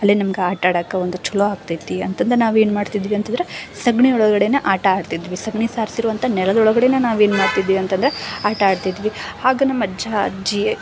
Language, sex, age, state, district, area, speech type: Kannada, female, 18-30, Karnataka, Gadag, rural, spontaneous